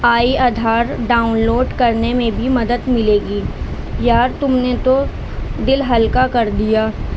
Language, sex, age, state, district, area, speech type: Urdu, female, 30-45, Uttar Pradesh, Balrampur, rural, spontaneous